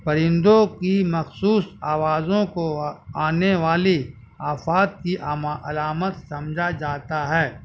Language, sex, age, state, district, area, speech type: Urdu, male, 60+, Bihar, Gaya, urban, spontaneous